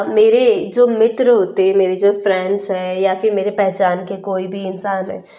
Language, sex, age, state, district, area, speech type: Hindi, female, 18-30, Madhya Pradesh, Betul, urban, spontaneous